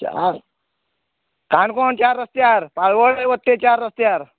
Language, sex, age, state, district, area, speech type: Goan Konkani, male, 45-60, Goa, Canacona, rural, conversation